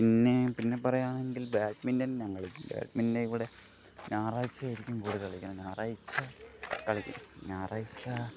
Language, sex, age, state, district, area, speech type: Malayalam, male, 18-30, Kerala, Thiruvananthapuram, rural, spontaneous